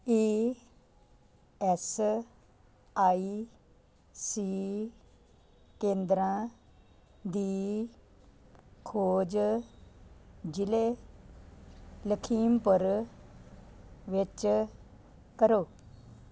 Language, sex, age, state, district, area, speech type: Punjabi, female, 60+, Punjab, Muktsar, urban, read